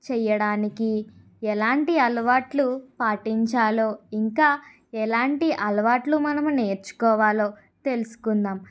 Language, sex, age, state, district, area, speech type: Telugu, female, 30-45, Andhra Pradesh, Kakinada, rural, spontaneous